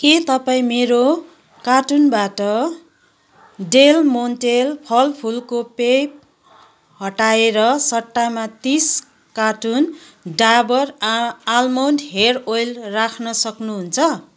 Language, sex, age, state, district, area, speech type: Nepali, female, 45-60, West Bengal, Kalimpong, rural, read